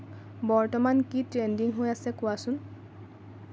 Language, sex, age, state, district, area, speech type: Assamese, female, 18-30, Assam, Lakhimpur, rural, read